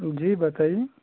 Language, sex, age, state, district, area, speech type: Hindi, male, 18-30, Bihar, Darbhanga, urban, conversation